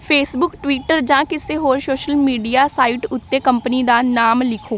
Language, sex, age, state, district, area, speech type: Punjabi, female, 18-30, Punjab, Amritsar, urban, read